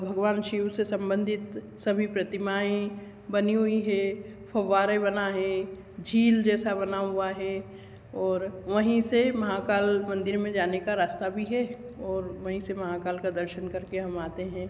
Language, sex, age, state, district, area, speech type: Hindi, female, 60+, Madhya Pradesh, Ujjain, urban, spontaneous